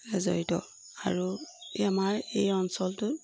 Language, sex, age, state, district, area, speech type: Assamese, female, 45-60, Assam, Jorhat, urban, spontaneous